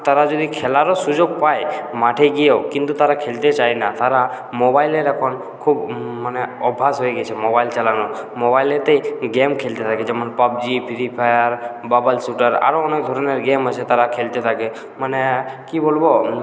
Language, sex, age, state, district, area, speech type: Bengali, male, 30-45, West Bengal, Purulia, rural, spontaneous